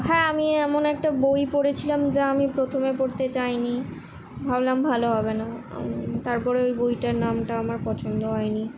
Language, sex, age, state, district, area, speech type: Bengali, female, 18-30, West Bengal, Kolkata, urban, spontaneous